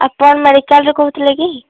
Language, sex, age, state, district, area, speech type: Odia, female, 30-45, Odisha, Sambalpur, rural, conversation